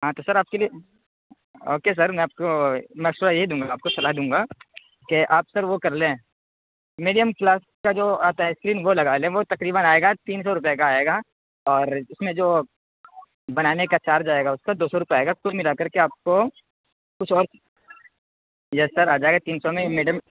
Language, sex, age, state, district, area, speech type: Urdu, male, 18-30, Uttar Pradesh, Saharanpur, urban, conversation